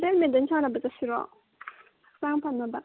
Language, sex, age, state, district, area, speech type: Manipuri, female, 30-45, Manipur, Kangpokpi, urban, conversation